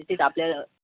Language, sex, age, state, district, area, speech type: Marathi, male, 18-30, Maharashtra, Yavatmal, rural, conversation